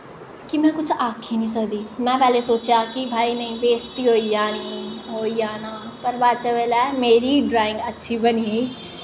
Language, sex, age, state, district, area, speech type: Dogri, female, 18-30, Jammu and Kashmir, Jammu, urban, spontaneous